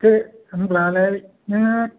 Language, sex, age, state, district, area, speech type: Bodo, male, 60+, Assam, Kokrajhar, rural, conversation